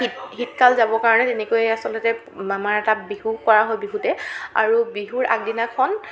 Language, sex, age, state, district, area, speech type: Assamese, female, 18-30, Assam, Jorhat, urban, spontaneous